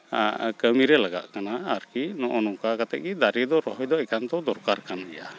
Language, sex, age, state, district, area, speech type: Santali, male, 45-60, West Bengal, Malda, rural, spontaneous